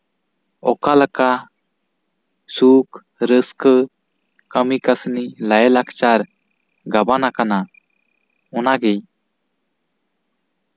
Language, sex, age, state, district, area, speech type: Santali, male, 18-30, West Bengal, Bankura, rural, spontaneous